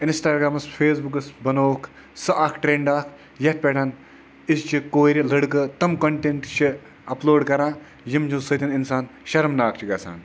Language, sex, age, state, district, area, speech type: Kashmiri, male, 30-45, Jammu and Kashmir, Kupwara, rural, spontaneous